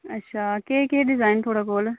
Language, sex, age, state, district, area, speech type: Dogri, female, 30-45, Jammu and Kashmir, Udhampur, rural, conversation